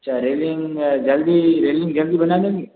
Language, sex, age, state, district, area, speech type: Hindi, male, 18-30, Rajasthan, Jodhpur, rural, conversation